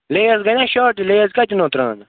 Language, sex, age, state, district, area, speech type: Kashmiri, male, 18-30, Jammu and Kashmir, Srinagar, urban, conversation